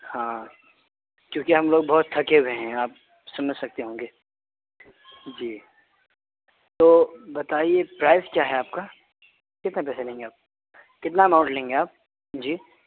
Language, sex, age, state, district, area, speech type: Urdu, male, 18-30, Bihar, Purnia, rural, conversation